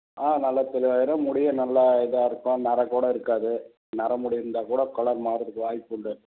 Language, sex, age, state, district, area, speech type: Tamil, male, 60+, Tamil Nadu, Madurai, rural, conversation